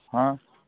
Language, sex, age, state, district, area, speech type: Hindi, male, 45-60, Madhya Pradesh, Seoni, urban, conversation